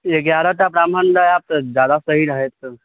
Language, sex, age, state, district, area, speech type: Maithili, male, 30-45, Bihar, Sitamarhi, rural, conversation